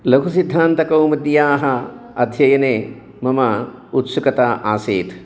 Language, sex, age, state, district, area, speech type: Sanskrit, male, 60+, Telangana, Jagtial, urban, spontaneous